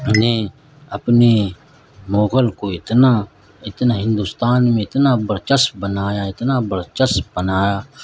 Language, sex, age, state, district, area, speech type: Urdu, male, 45-60, Bihar, Madhubani, rural, spontaneous